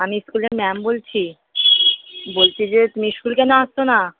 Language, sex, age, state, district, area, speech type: Bengali, female, 30-45, West Bengal, Purba Bardhaman, rural, conversation